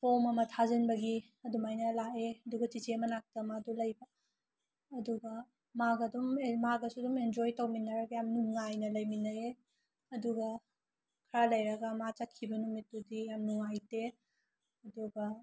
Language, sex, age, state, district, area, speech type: Manipuri, female, 18-30, Manipur, Tengnoupal, rural, spontaneous